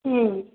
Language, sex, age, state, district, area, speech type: Tamil, male, 60+, Tamil Nadu, Tiruvarur, rural, conversation